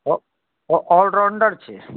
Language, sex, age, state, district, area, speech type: Maithili, male, 30-45, Bihar, Darbhanga, urban, conversation